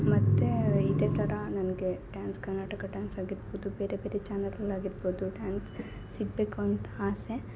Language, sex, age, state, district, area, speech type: Kannada, female, 18-30, Karnataka, Chikkaballapur, urban, spontaneous